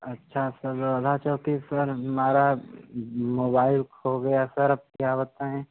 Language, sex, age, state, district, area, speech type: Hindi, male, 18-30, Uttar Pradesh, Mirzapur, rural, conversation